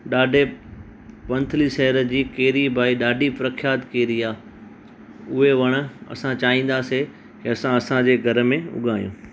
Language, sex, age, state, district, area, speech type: Sindhi, male, 30-45, Gujarat, Junagadh, rural, spontaneous